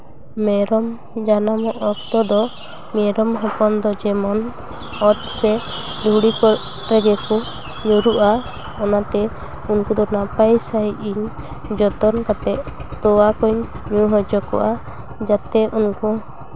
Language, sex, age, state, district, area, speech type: Santali, female, 18-30, West Bengal, Paschim Bardhaman, urban, spontaneous